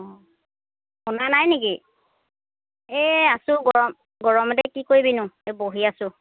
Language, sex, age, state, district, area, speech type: Assamese, female, 30-45, Assam, Lakhimpur, rural, conversation